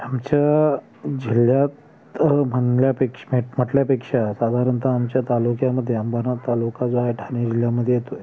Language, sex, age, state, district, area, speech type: Marathi, male, 30-45, Maharashtra, Thane, urban, spontaneous